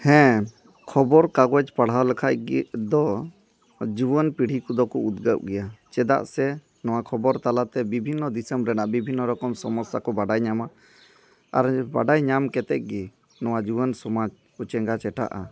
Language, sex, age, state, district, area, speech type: Santali, male, 30-45, West Bengal, Malda, rural, spontaneous